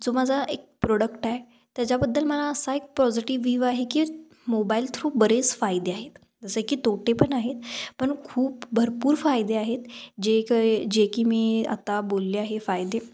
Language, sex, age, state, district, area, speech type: Marathi, female, 18-30, Maharashtra, Kolhapur, rural, spontaneous